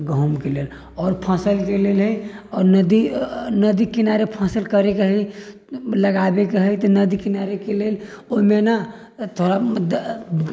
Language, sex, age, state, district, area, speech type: Maithili, male, 60+, Bihar, Sitamarhi, rural, spontaneous